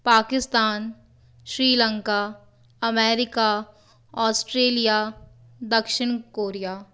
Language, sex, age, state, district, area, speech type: Hindi, female, 30-45, Madhya Pradesh, Bhopal, urban, spontaneous